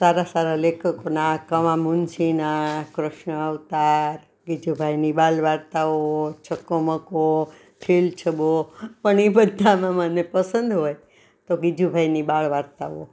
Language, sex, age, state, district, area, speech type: Gujarati, female, 60+, Gujarat, Anand, urban, spontaneous